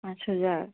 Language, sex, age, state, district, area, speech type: Odia, female, 18-30, Odisha, Subarnapur, urban, conversation